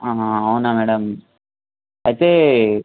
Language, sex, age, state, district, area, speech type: Telugu, male, 18-30, Telangana, Medchal, urban, conversation